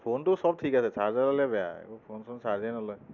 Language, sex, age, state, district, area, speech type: Assamese, male, 30-45, Assam, Tinsukia, urban, spontaneous